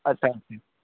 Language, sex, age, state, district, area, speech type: Odia, male, 30-45, Odisha, Bargarh, urban, conversation